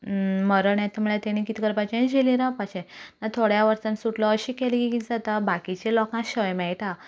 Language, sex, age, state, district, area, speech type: Goan Konkani, female, 18-30, Goa, Canacona, rural, spontaneous